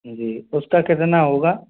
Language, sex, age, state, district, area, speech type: Hindi, male, 18-30, Rajasthan, Jodhpur, rural, conversation